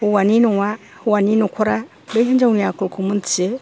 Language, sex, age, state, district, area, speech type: Bodo, female, 60+, Assam, Kokrajhar, rural, spontaneous